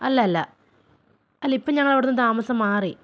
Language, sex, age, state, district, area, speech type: Malayalam, female, 18-30, Kerala, Wayanad, rural, spontaneous